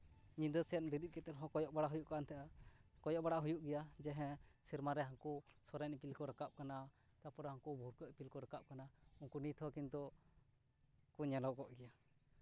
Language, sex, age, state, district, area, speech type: Santali, male, 30-45, West Bengal, Purba Bardhaman, rural, spontaneous